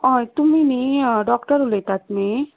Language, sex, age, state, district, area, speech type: Goan Konkani, female, 30-45, Goa, Tiswadi, rural, conversation